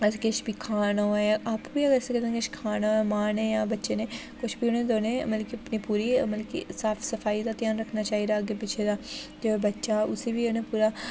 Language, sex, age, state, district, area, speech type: Dogri, female, 18-30, Jammu and Kashmir, Jammu, rural, spontaneous